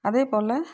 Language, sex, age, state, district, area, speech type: Tamil, female, 60+, Tamil Nadu, Dharmapuri, urban, spontaneous